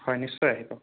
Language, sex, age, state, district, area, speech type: Assamese, male, 18-30, Assam, Sonitpur, rural, conversation